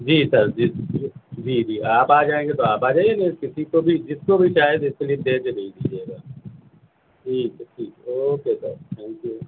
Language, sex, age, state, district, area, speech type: Urdu, male, 60+, Uttar Pradesh, Shahjahanpur, rural, conversation